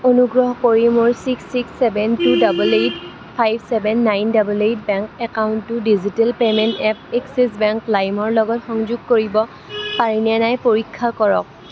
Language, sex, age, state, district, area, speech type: Assamese, female, 18-30, Assam, Kamrup Metropolitan, urban, read